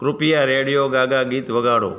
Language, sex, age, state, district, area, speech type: Gujarati, male, 30-45, Gujarat, Morbi, urban, read